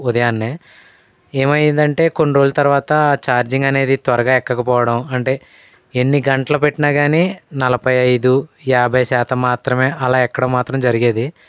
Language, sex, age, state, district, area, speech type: Telugu, male, 18-30, Andhra Pradesh, Eluru, rural, spontaneous